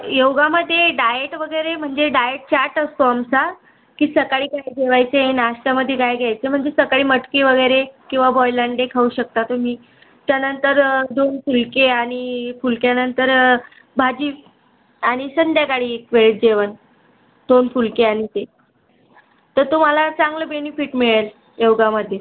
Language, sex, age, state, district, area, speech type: Marathi, female, 18-30, Maharashtra, Buldhana, rural, conversation